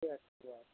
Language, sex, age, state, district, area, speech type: Bengali, male, 45-60, West Bengal, South 24 Parganas, rural, conversation